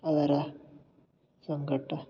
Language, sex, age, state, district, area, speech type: Kannada, male, 18-30, Karnataka, Gulbarga, urban, spontaneous